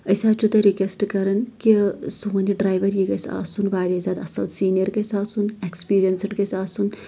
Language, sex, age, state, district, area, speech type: Kashmiri, female, 30-45, Jammu and Kashmir, Shopian, rural, spontaneous